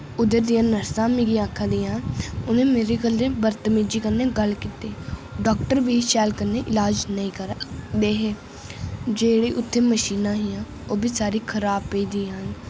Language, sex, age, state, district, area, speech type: Dogri, female, 18-30, Jammu and Kashmir, Reasi, urban, spontaneous